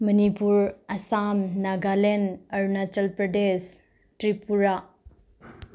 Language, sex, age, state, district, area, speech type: Manipuri, female, 18-30, Manipur, Bishnupur, rural, spontaneous